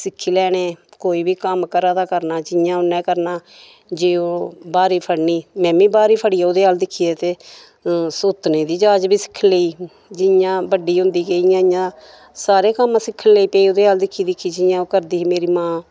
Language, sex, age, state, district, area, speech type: Dogri, female, 60+, Jammu and Kashmir, Samba, rural, spontaneous